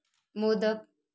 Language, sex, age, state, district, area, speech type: Marathi, female, 30-45, Maharashtra, Wardha, rural, spontaneous